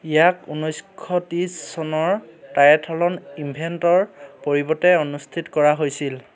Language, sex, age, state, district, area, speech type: Assamese, male, 30-45, Assam, Dhemaji, urban, read